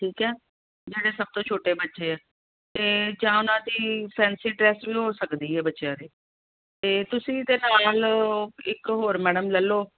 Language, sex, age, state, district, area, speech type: Punjabi, female, 45-60, Punjab, Tarn Taran, urban, conversation